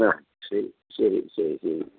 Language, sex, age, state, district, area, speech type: Malayalam, male, 60+, Kerala, Pathanamthitta, rural, conversation